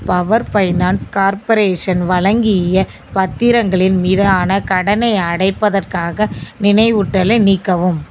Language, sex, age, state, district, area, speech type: Tamil, female, 18-30, Tamil Nadu, Sivaganga, rural, read